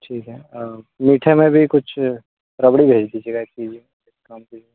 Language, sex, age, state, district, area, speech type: Hindi, male, 60+, Madhya Pradesh, Bhopal, urban, conversation